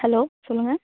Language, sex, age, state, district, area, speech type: Tamil, female, 18-30, Tamil Nadu, Namakkal, rural, conversation